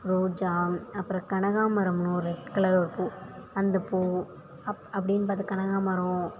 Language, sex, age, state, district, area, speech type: Tamil, female, 18-30, Tamil Nadu, Thanjavur, rural, spontaneous